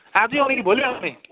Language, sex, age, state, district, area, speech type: Nepali, male, 30-45, West Bengal, Kalimpong, rural, conversation